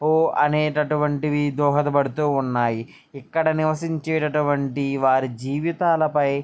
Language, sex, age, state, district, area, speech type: Telugu, male, 18-30, Andhra Pradesh, Srikakulam, urban, spontaneous